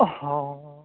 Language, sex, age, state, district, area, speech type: Santali, male, 45-60, Odisha, Mayurbhanj, rural, conversation